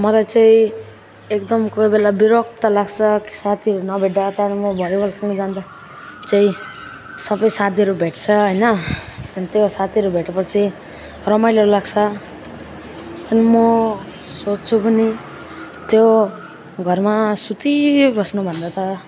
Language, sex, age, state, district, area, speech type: Nepali, male, 18-30, West Bengal, Alipurduar, urban, spontaneous